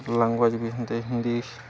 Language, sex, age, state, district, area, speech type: Odia, male, 18-30, Odisha, Balangir, urban, spontaneous